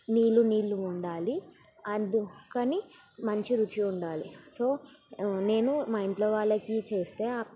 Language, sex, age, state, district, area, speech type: Telugu, female, 18-30, Telangana, Sangareddy, urban, spontaneous